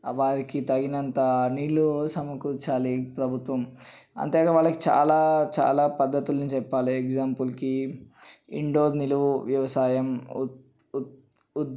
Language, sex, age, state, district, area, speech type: Telugu, male, 18-30, Telangana, Nalgonda, urban, spontaneous